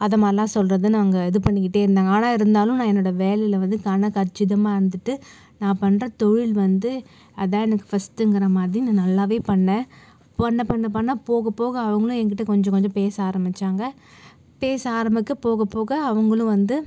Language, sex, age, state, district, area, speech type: Tamil, female, 60+, Tamil Nadu, Cuddalore, urban, spontaneous